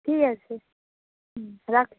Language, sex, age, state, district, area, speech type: Bengali, female, 18-30, West Bengal, Nadia, rural, conversation